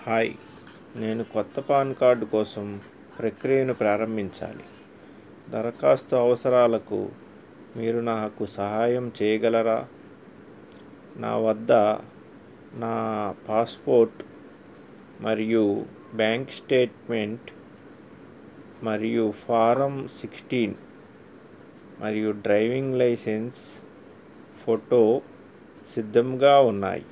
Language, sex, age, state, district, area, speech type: Telugu, male, 45-60, Andhra Pradesh, N T Rama Rao, urban, read